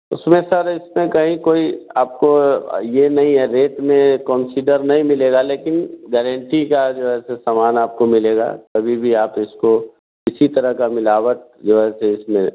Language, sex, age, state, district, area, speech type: Hindi, male, 45-60, Bihar, Vaishali, rural, conversation